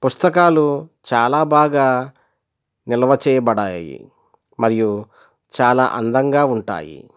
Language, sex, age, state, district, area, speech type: Telugu, male, 45-60, Andhra Pradesh, East Godavari, rural, spontaneous